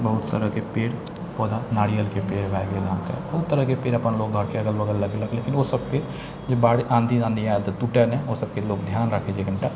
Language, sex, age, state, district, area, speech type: Maithili, male, 60+, Bihar, Purnia, rural, spontaneous